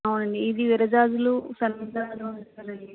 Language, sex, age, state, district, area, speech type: Telugu, female, 30-45, Andhra Pradesh, Vizianagaram, urban, conversation